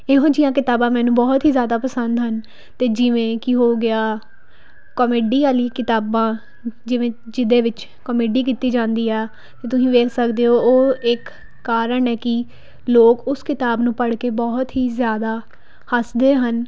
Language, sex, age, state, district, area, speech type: Punjabi, female, 18-30, Punjab, Pathankot, urban, spontaneous